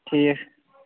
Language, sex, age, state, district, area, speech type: Kashmiri, male, 18-30, Jammu and Kashmir, Kulgam, rural, conversation